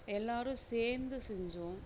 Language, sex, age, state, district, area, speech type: Tamil, female, 60+, Tamil Nadu, Mayiladuthurai, rural, spontaneous